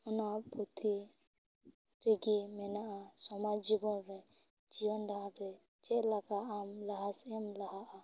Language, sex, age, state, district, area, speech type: Santali, female, 18-30, West Bengal, Purba Bardhaman, rural, spontaneous